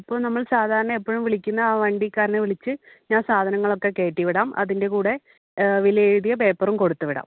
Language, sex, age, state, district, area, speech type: Malayalam, female, 18-30, Kerala, Kannur, rural, conversation